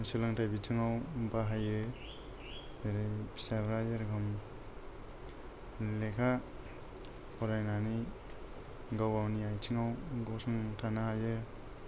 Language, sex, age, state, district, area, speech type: Bodo, male, 30-45, Assam, Kokrajhar, rural, spontaneous